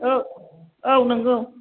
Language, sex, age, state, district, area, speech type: Bodo, female, 30-45, Assam, Chirang, urban, conversation